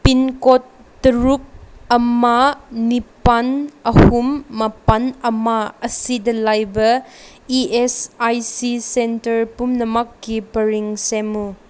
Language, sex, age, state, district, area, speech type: Manipuri, female, 18-30, Manipur, Senapati, rural, read